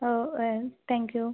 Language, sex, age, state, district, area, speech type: Tamil, female, 30-45, Tamil Nadu, Ariyalur, rural, conversation